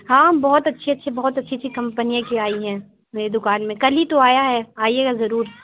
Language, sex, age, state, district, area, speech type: Urdu, female, 60+, Uttar Pradesh, Lucknow, urban, conversation